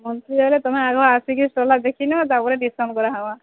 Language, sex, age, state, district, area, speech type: Odia, female, 18-30, Odisha, Subarnapur, urban, conversation